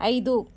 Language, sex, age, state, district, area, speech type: Telugu, female, 30-45, Andhra Pradesh, Sri Balaji, rural, read